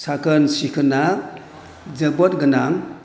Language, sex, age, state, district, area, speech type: Bodo, male, 60+, Assam, Chirang, rural, spontaneous